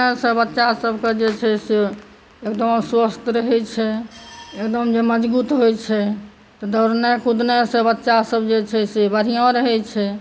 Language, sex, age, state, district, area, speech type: Maithili, female, 30-45, Bihar, Saharsa, rural, spontaneous